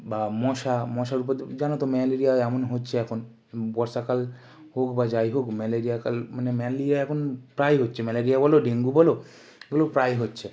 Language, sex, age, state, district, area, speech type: Bengali, male, 18-30, West Bengal, North 24 Parganas, urban, spontaneous